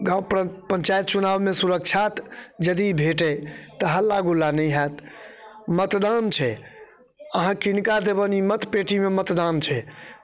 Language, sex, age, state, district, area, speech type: Maithili, male, 30-45, Bihar, Muzaffarpur, urban, spontaneous